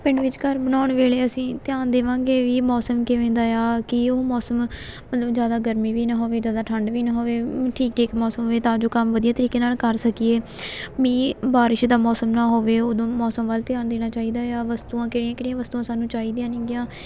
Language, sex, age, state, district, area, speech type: Punjabi, female, 18-30, Punjab, Fatehgarh Sahib, rural, spontaneous